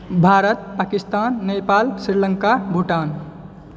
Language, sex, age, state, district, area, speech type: Maithili, male, 18-30, Bihar, Purnia, urban, spontaneous